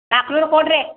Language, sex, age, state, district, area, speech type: Kannada, female, 60+, Karnataka, Belgaum, rural, conversation